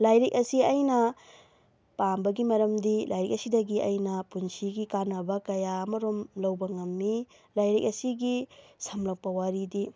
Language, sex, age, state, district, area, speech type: Manipuri, female, 30-45, Manipur, Tengnoupal, rural, spontaneous